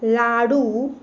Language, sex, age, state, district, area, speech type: Goan Konkani, female, 45-60, Goa, Salcete, urban, spontaneous